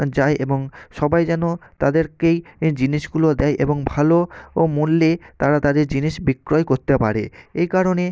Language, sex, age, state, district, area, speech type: Bengali, male, 18-30, West Bengal, North 24 Parganas, rural, spontaneous